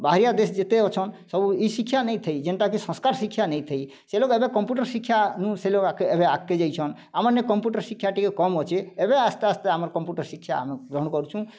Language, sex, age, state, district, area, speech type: Odia, male, 45-60, Odisha, Kalahandi, rural, spontaneous